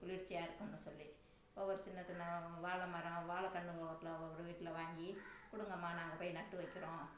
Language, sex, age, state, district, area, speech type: Tamil, female, 45-60, Tamil Nadu, Tiruchirappalli, rural, spontaneous